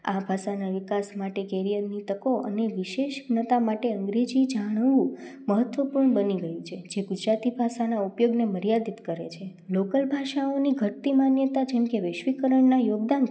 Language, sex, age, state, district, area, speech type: Gujarati, female, 18-30, Gujarat, Rajkot, rural, spontaneous